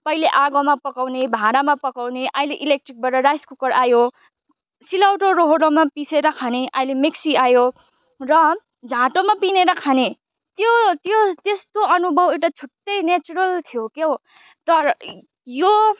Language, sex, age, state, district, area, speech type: Nepali, female, 18-30, West Bengal, Kalimpong, rural, spontaneous